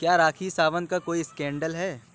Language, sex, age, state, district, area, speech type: Urdu, male, 18-30, Uttar Pradesh, Lucknow, urban, read